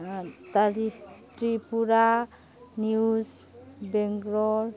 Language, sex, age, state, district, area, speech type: Manipuri, female, 45-60, Manipur, Kangpokpi, urban, read